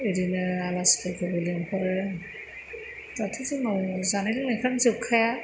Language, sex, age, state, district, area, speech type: Bodo, female, 45-60, Assam, Chirang, rural, spontaneous